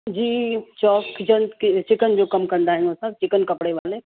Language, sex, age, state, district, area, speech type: Sindhi, female, 30-45, Uttar Pradesh, Lucknow, urban, conversation